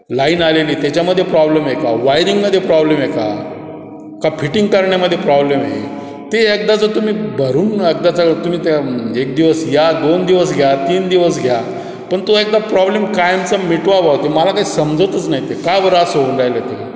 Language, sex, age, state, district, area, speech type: Marathi, male, 60+, Maharashtra, Ahmednagar, urban, spontaneous